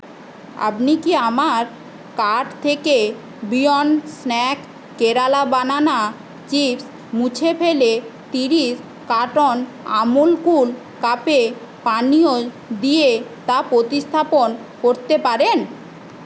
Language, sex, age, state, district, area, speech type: Bengali, female, 18-30, West Bengal, Paschim Medinipur, rural, read